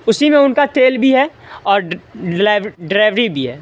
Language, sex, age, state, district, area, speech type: Urdu, male, 18-30, Bihar, Saharsa, rural, spontaneous